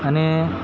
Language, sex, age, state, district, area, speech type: Gujarati, male, 30-45, Gujarat, Narmada, rural, spontaneous